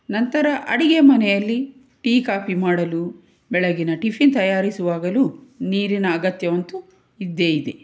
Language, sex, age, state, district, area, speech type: Kannada, female, 45-60, Karnataka, Tumkur, urban, spontaneous